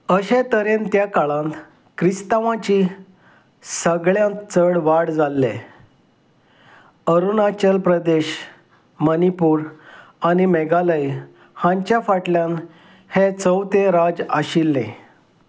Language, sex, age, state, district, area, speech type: Goan Konkani, male, 45-60, Goa, Salcete, rural, read